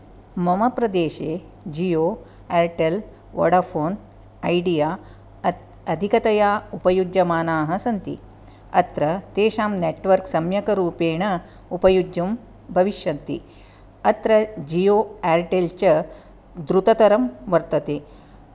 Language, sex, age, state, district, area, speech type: Sanskrit, female, 45-60, Karnataka, Dakshina Kannada, urban, spontaneous